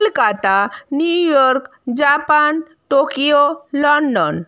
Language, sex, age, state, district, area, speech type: Bengali, female, 45-60, West Bengal, Nadia, rural, spontaneous